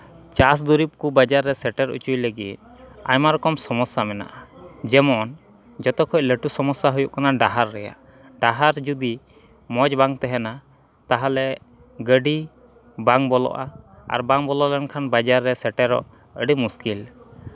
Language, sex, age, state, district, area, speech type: Santali, male, 30-45, West Bengal, Malda, rural, spontaneous